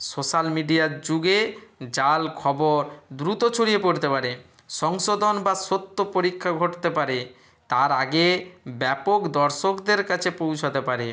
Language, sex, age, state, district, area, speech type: Bengali, male, 45-60, West Bengal, Nadia, rural, spontaneous